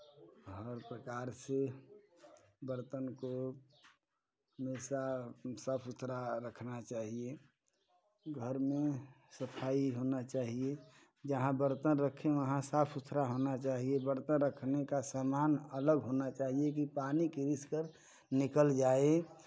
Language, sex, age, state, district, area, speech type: Hindi, male, 45-60, Uttar Pradesh, Chandauli, urban, spontaneous